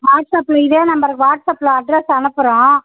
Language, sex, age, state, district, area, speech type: Tamil, female, 60+, Tamil Nadu, Mayiladuthurai, rural, conversation